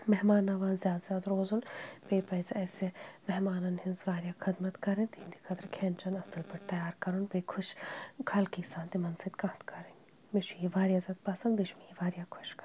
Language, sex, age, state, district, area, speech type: Kashmiri, female, 18-30, Jammu and Kashmir, Srinagar, urban, spontaneous